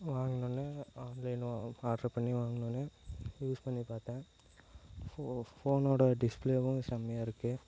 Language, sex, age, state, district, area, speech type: Tamil, male, 18-30, Tamil Nadu, Namakkal, rural, spontaneous